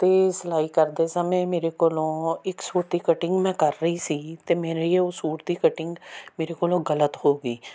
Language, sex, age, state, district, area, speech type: Punjabi, female, 45-60, Punjab, Amritsar, urban, spontaneous